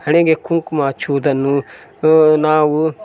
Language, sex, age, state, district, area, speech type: Kannada, male, 45-60, Karnataka, Koppal, rural, spontaneous